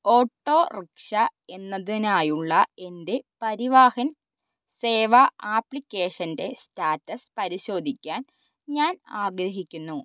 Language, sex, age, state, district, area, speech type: Malayalam, female, 18-30, Kerala, Wayanad, rural, read